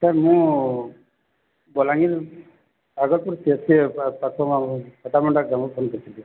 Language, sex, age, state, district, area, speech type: Odia, female, 30-45, Odisha, Balangir, urban, conversation